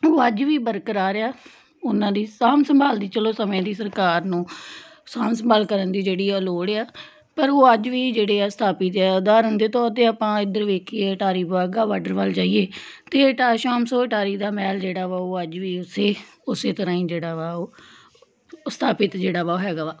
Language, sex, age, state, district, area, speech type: Punjabi, female, 30-45, Punjab, Tarn Taran, urban, spontaneous